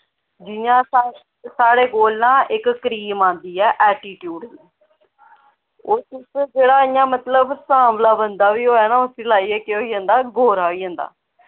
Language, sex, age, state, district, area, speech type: Dogri, female, 18-30, Jammu and Kashmir, Jammu, rural, conversation